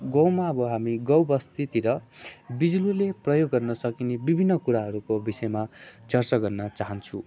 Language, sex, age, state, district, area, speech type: Nepali, male, 18-30, West Bengal, Darjeeling, rural, spontaneous